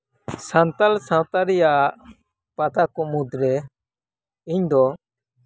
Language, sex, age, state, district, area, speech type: Santali, male, 18-30, West Bengal, Birbhum, rural, spontaneous